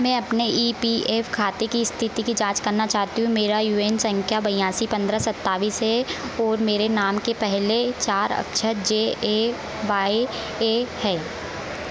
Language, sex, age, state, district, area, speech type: Hindi, female, 18-30, Madhya Pradesh, Harda, rural, read